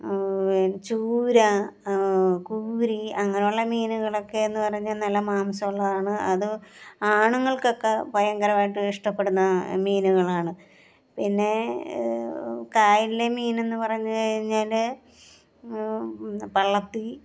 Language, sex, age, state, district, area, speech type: Malayalam, female, 45-60, Kerala, Alappuzha, rural, spontaneous